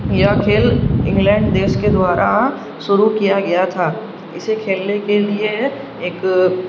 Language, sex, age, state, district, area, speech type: Urdu, male, 18-30, Bihar, Darbhanga, urban, spontaneous